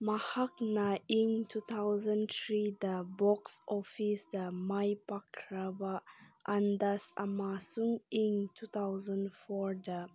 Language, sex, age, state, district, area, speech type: Manipuri, female, 18-30, Manipur, Senapati, urban, read